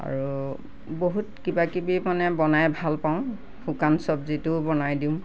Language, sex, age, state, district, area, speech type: Assamese, female, 60+, Assam, Nagaon, rural, spontaneous